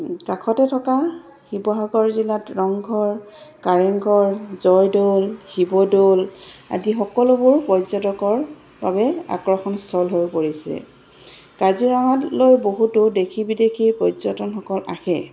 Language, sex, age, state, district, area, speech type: Assamese, female, 30-45, Assam, Charaideo, rural, spontaneous